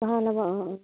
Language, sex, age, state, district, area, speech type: Assamese, female, 30-45, Assam, Charaideo, rural, conversation